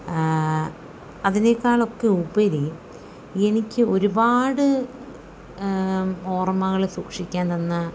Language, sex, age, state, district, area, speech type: Malayalam, female, 45-60, Kerala, Palakkad, rural, spontaneous